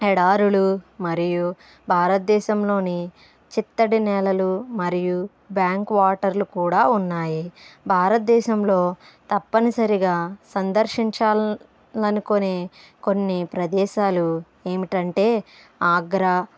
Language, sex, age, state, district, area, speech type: Telugu, female, 60+, Andhra Pradesh, East Godavari, rural, spontaneous